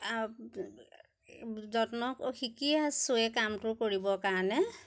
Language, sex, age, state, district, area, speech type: Assamese, female, 30-45, Assam, Majuli, urban, spontaneous